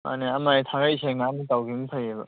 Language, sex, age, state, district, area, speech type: Manipuri, male, 30-45, Manipur, Kakching, rural, conversation